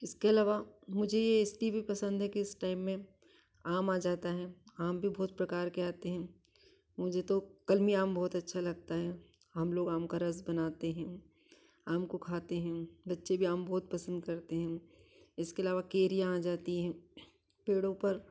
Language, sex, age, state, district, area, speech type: Hindi, female, 30-45, Madhya Pradesh, Ujjain, urban, spontaneous